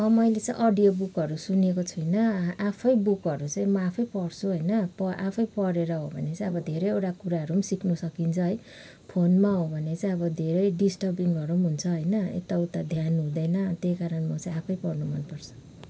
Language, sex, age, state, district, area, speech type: Nepali, female, 30-45, West Bengal, Kalimpong, rural, spontaneous